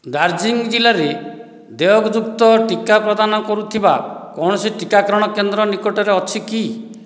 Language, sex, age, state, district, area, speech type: Odia, male, 60+, Odisha, Dhenkanal, rural, read